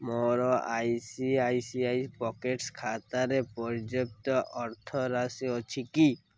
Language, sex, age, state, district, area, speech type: Odia, male, 18-30, Odisha, Malkangiri, urban, read